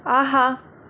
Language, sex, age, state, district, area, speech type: Tamil, female, 18-30, Tamil Nadu, Madurai, urban, read